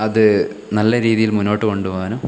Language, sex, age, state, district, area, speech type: Malayalam, male, 18-30, Kerala, Kannur, rural, spontaneous